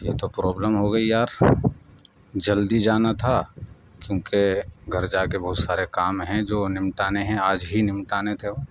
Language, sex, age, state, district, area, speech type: Urdu, male, 30-45, Uttar Pradesh, Saharanpur, urban, spontaneous